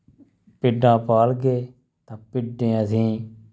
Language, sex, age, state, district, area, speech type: Dogri, male, 30-45, Jammu and Kashmir, Udhampur, rural, spontaneous